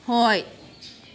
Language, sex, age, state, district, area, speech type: Manipuri, female, 30-45, Manipur, Kakching, rural, read